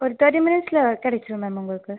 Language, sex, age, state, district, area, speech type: Tamil, female, 30-45, Tamil Nadu, Ariyalur, rural, conversation